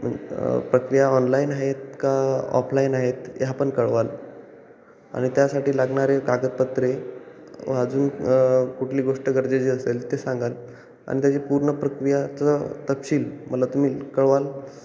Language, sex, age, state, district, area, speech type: Marathi, male, 18-30, Maharashtra, Ratnagiri, rural, spontaneous